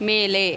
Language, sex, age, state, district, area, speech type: Kannada, female, 18-30, Karnataka, Chamarajanagar, rural, read